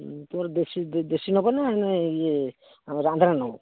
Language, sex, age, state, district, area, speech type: Odia, male, 60+, Odisha, Jajpur, rural, conversation